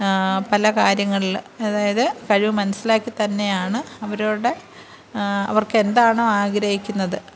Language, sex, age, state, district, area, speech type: Malayalam, female, 45-60, Kerala, Kollam, rural, spontaneous